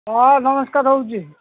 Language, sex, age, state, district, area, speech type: Odia, male, 60+, Odisha, Gajapati, rural, conversation